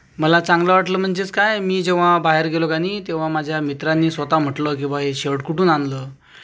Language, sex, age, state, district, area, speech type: Marathi, male, 30-45, Maharashtra, Akola, rural, spontaneous